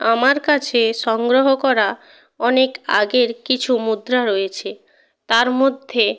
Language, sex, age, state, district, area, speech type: Bengali, female, 30-45, West Bengal, North 24 Parganas, rural, spontaneous